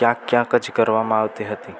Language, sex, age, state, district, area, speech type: Gujarati, male, 18-30, Gujarat, Rajkot, rural, spontaneous